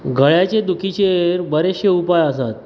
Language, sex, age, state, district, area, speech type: Goan Konkani, male, 30-45, Goa, Bardez, rural, spontaneous